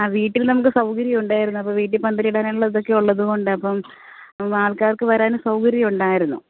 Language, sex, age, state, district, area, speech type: Malayalam, female, 30-45, Kerala, Alappuzha, rural, conversation